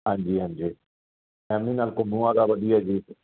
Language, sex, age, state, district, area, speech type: Punjabi, male, 30-45, Punjab, Fazilka, rural, conversation